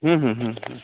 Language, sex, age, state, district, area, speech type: Maithili, male, 45-60, Bihar, Saharsa, urban, conversation